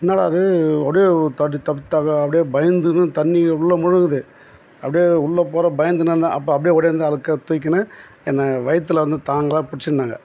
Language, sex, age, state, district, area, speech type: Tamil, male, 60+, Tamil Nadu, Tiruvannamalai, rural, spontaneous